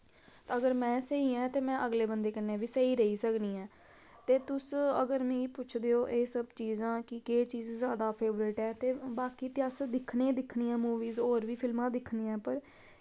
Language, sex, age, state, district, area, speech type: Dogri, female, 18-30, Jammu and Kashmir, Samba, rural, spontaneous